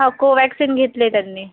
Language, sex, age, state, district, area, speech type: Marathi, female, 30-45, Maharashtra, Yavatmal, rural, conversation